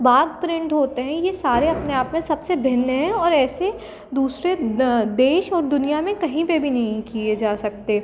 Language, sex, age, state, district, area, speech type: Hindi, female, 18-30, Madhya Pradesh, Jabalpur, urban, spontaneous